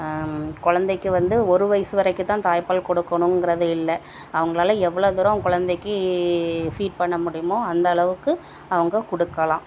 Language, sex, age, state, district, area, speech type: Tamil, female, 30-45, Tamil Nadu, Thoothukudi, rural, spontaneous